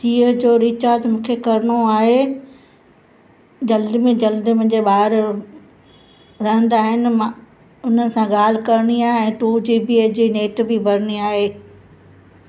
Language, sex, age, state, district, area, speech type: Sindhi, female, 60+, Gujarat, Kutch, rural, spontaneous